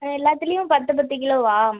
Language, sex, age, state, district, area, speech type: Tamil, female, 18-30, Tamil Nadu, Tiruchirappalli, urban, conversation